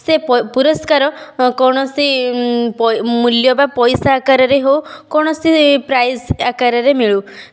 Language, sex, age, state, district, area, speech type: Odia, female, 18-30, Odisha, Balasore, rural, spontaneous